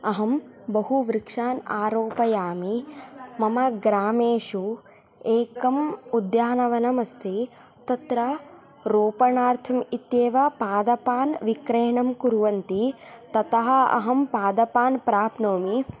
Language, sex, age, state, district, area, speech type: Sanskrit, female, 18-30, Karnataka, Tumkur, urban, spontaneous